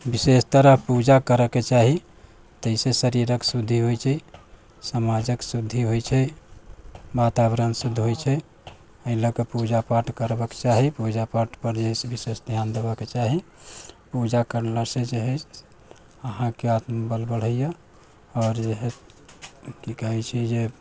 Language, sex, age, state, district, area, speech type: Maithili, male, 60+, Bihar, Sitamarhi, rural, spontaneous